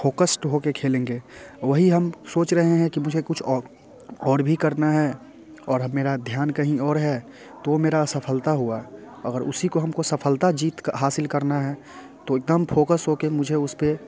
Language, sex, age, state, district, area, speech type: Hindi, male, 30-45, Bihar, Muzaffarpur, rural, spontaneous